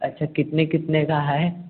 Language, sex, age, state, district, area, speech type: Hindi, male, 18-30, Uttar Pradesh, Bhadohi, rural, conversation